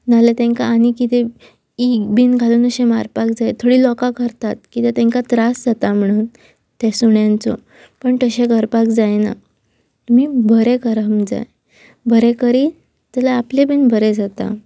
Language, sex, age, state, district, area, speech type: Goan Konkani, female, 18-30, Goa, Pernem, rural, spontaneous